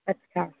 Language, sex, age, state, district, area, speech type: Sindhi, female, 18-30, Rajasthan, Ajmer, urban, conversation